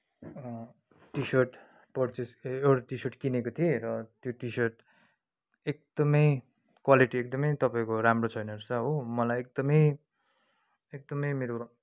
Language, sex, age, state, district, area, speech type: Nepali, male, 30-45, West Bengal, Kalimpong, rural, spontaneous